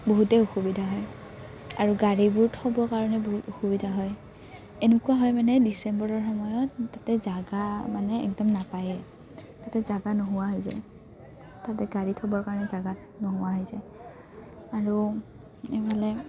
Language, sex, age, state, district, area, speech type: Assamese, female, 18-30, Assam, Udalguri, rural, spontaneous